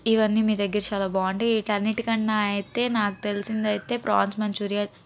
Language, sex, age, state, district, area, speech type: Telugu, female, 18-30, Andhra Pradesh, Guntur, urban, spontaneous